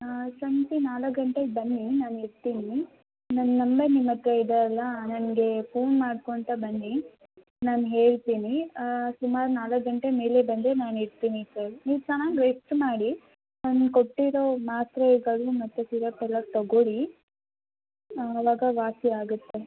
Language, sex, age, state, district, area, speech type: Kannada, female, 18-30, Karnataka, Kolar, rural, conversation